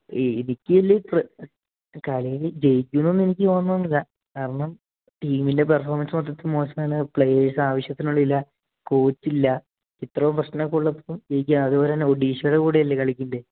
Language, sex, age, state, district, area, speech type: Malayalam, male, 18-30, Kerala, Idukki, rural, conversation